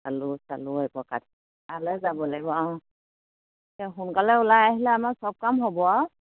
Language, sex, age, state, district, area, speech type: Assamese, female, 60+, Assam, Dhemaji, rural, conversation